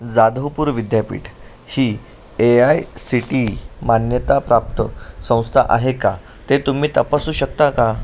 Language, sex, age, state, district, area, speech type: Marathi, male, 30-45, Maharashtra, Pune, urban, read